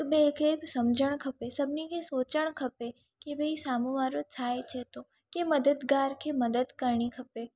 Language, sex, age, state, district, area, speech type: Sindhi, female, 18-30, Gujarat, Surat, urban, spontaneous